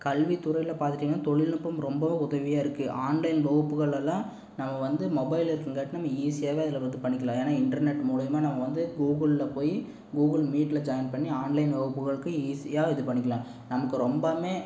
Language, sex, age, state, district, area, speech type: Tamil, male, 18-30, Tamil Nadu, Erode, rural, spontaneous